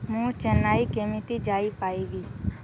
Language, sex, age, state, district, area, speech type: Odia, female, 18-30, Odisha, Balangir, urban, read